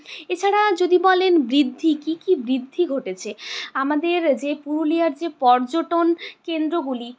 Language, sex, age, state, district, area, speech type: Bengali, female, 60+, West Bengal, Purulia, urban, spontaneous